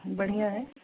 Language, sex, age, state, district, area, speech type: Hindi, female, 30-45, Uttar Pradesh, Chandauli, rural, conversation